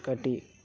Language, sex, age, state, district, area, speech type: Santali, male, 18-30, West Bengal, Paschim Bardhaman, rural, spontaneous